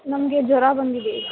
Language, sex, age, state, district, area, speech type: Kannada, female, 18-30, Karnataka, Dharwad, urban, conversation